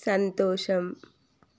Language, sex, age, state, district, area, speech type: Telugu, female, 18-30, Telangana, Sangareddy, urban, read